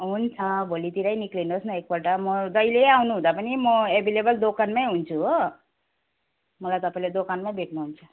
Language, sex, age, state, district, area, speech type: Nepali, female, 45-60, West Bengal, Jalpaiguri, urban, conversation